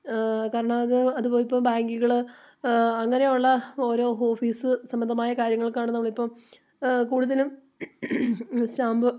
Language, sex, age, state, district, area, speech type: Malayalam, female, 30-45, Kerala, Idukki, rural, spontaneous